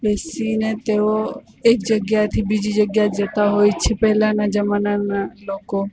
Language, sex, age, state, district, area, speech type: Gujarati, female, 18-30, Gujarat, Valsad, rural, spontaneous